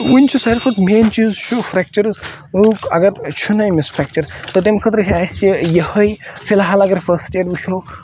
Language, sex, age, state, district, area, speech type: Kashmiri, male, 18-30, Jammu and Kashmir, Ganderbal, rural, spontaneous